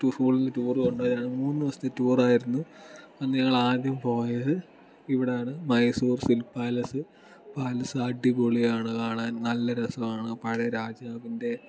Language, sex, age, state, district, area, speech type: Malayalam, male, 18-30, Kerala, Kottayam, rural, spontaneous